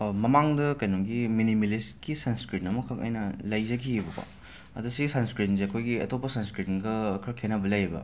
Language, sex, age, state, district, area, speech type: Manipuri, male, 18-30, Manipur, Imphal West, urban, spontaneous